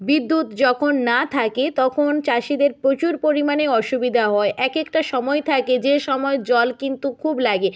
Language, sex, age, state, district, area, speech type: Bengali, female, 60+, West Bengal, Nadia, rural, spontaneous